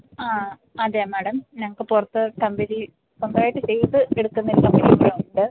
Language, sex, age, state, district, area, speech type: Malayalam, female, 18-30, Kerala, Idukki, rural, conversation